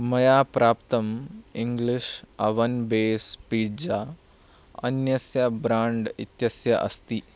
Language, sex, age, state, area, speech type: Sanskrit, male, 18-30, Haryana, rural, read